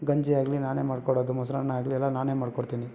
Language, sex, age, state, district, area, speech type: Kannada, male, 30-45, Karnataka, Bangalore Rural, rural, spontaneous